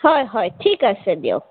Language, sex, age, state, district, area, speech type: Assamese, female, 18-30, Assam, Sonitpur, rural, conversation